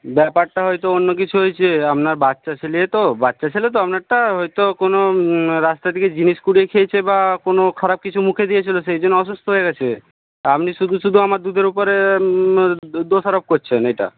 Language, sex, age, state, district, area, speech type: Bengali, male, 60+, West Bengal, Jhargram, rural, conversation